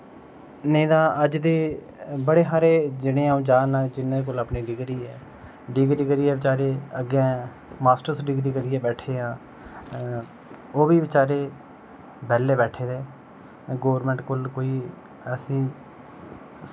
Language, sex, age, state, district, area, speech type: Dogri, male, 30-45, Jammu and Kashmir, Udhampur, rural, spontaneous